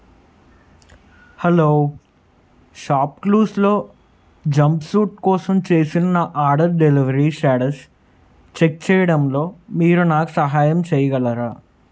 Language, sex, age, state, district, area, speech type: Telugu, male, 30-45, Telangana, Peddapalli, rural, read